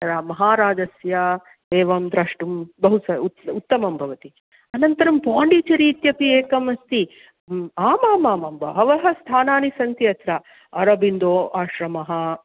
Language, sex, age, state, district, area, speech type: Sanskrit, female, 45-60, Karnataka, Mandya, urban, conversation